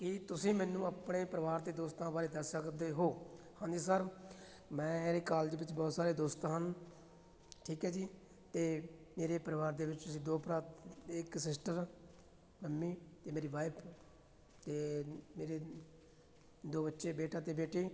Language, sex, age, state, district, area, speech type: Punjabi, male, 30-45, Punjab, Fatehgarh Sahib, rural, spontaneous